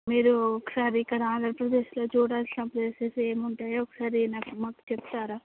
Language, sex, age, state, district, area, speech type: Telugu, female, 18-30, Andhra Pradesh, Visakhapatnam, urban, conversation